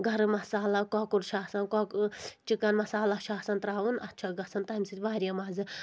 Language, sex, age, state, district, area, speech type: Kashmiri, female, 18-30, Jammu and Kashmir, Anantnag, rural, spontaneous